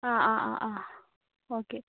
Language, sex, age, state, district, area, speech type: Malayalam, male, 30-45, Kerala, Wayanad, rural, conversation